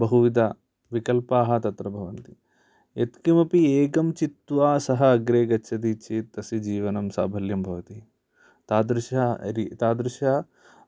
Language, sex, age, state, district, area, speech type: Sanskrit, male, 18-30, Kerala, Idukki, urban, spontaneous